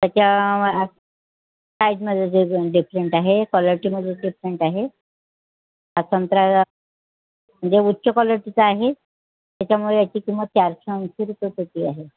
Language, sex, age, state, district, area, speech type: Marathi, female, 45-60, Maharashtra, Nagpur, urban, conversation